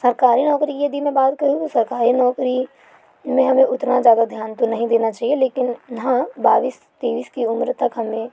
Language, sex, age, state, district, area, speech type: Hindi, other, 18-30, Madhya Pradesh, Balaghat, rural, spontaneous